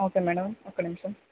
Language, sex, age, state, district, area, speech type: Telugu, female, 18-30, Telangana, Mahabubabad, rural, conversation